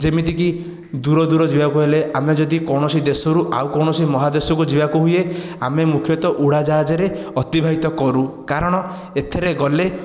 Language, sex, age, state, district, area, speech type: Odia, male, 30-45, Odisha, Khordha, rural, spontaneous